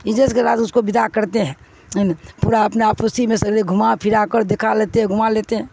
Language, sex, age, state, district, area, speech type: Urdu, female, 60+, Bihar, Supaul, rural, spontaneous